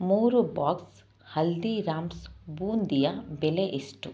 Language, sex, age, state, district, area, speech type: Kannada, female, 30-45, Karnataka, Chamarajanagar, rural, read